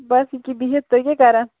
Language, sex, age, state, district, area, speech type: Kashmiri, female, 30-45, Jammu and Kashmir, Shopian, rural, conversation